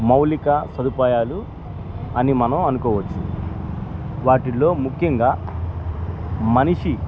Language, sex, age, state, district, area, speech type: Telugu, male, 45-60, Andhra Pradesh, Guntur, rural, spontaneous